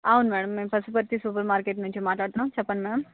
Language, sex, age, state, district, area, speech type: Telugu, female, 18-30, Andhra Pradesh, Sri Balaji, rural, conversation